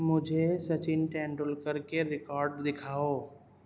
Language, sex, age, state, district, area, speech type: Urdu, female, 30-45, Delhi, Central Delhi, urban, read